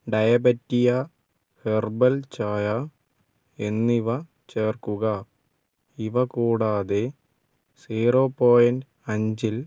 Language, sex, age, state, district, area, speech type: Malayalam, male, 30-45, Kerala, Wayanad, rural, read